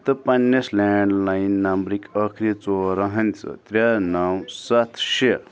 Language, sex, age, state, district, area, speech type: Kashmiri, male, 18-30, Jammu and Kashmir, Bandipora, rural, read